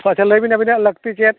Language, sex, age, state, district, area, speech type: Santali, male, 45-60, Odisha, Mayurbhanj, rural, conversation